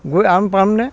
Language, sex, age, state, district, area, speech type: Assamese, male, 60+, Assam, Dhemaji, rural, spontaneous